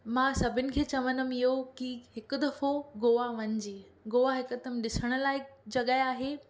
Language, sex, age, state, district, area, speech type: Sindhi, female, 18-30, Maharashtra, Thane, urban, spontaneous